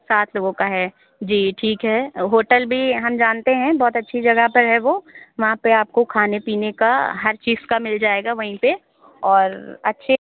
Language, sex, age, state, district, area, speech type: Hindi, female, 30-45, Uttar Pradesh, Sitapur, rural, conversation